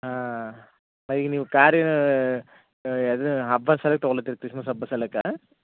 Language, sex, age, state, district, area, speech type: Kannada, male, 18-30, Karnataka, Bidar, urban, conversation